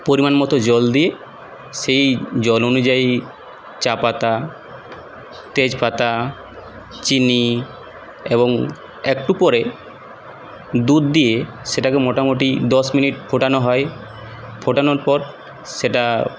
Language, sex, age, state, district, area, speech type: Bengali, male, 18-30, West Bengal, Purulia, urban, spontaneous